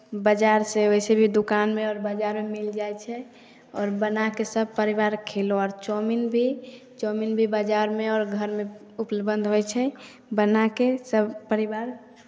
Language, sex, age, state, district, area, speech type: Maithili, female, 18-30, Bihar, Samastipur, urban, spontaneous